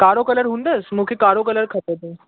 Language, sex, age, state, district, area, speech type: Sindhi, male, 18-30, Delhi, South Delhi, urban, conversation